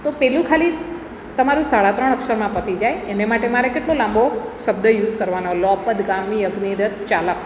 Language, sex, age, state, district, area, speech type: Gujarati, female, 45-60, Gujarat, Surat, urban, spontaneous